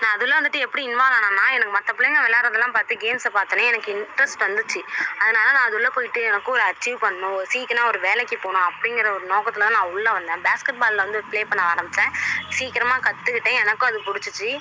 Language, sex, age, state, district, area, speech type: Tamil, female, 18-30, Tamil Nadu, Ariyalur, rural, spontaneous